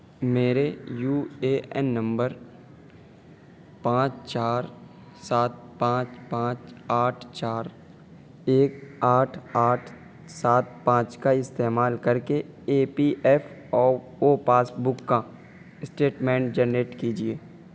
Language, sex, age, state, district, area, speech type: Urdu, male, 18-30, Uttar Pradesh, Saharanpur, urban, read